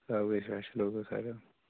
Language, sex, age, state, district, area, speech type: Dogri, male, 30-45, Jammu and Kashmir, Udhampur, rural, conversation